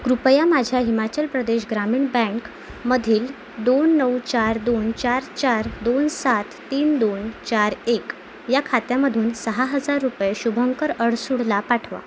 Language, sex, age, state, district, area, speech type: Marathi, female, 18-30, Maharashtra, Amravati, urban, read